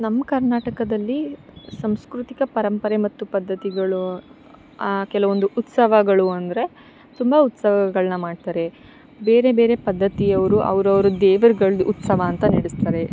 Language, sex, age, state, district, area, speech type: Kannada, female, 18-30, Karnataka, Chikkamagaluru, rural, spontaneous